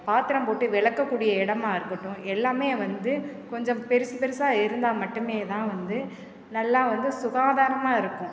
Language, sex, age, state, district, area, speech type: Tamil, female, 30-45, Tamil Nadu, Perambalur, rural, spontaneous